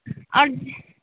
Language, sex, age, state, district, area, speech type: Maithili, female, 45-60, Bihar, Supaul, rural, conversation